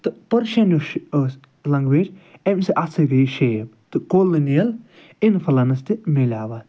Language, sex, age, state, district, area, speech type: Kashmiri, male, 45-60, Jammu and Kashmir, Ganderbal, urban, spontaneous